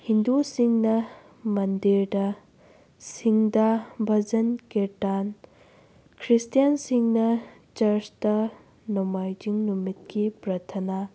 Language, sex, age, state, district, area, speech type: Manipuri, female, 18-30, Manipur, Kakching, rural, spontaneous